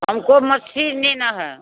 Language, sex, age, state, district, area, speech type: Hindi, female, 60+, Bihar, Muzaffarpur, rural, conversation